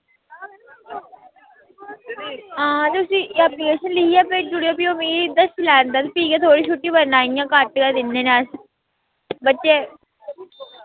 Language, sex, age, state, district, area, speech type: Dogri, female, 30-45, Jammu and Kashmir, Udhampur, rural, conversation